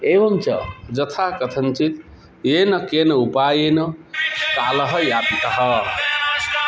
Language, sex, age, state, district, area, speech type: Sanskrit, male, 45-60, Odisha, Cuttack, rural, spontaneous